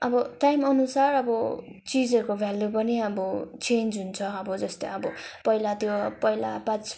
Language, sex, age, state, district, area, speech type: Nepali, female, 18-30, West Bengal, Darjeeling, rural, spontaneous